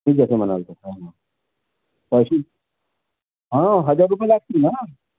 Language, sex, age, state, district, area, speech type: Marathi, male, 45-60, Maharashtra, Nagpur, urban, conversation